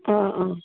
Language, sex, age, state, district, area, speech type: Assamese, female, 60+, Assam, Goalpara, urban, conversation